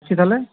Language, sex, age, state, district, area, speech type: Bengali, male, 18-30, West Bengal, North 24 Parganas, urban, conversation